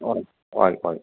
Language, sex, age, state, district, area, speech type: Tamil, male, 45-60, Tamil Nadu, Nagapattinam, rural, conversation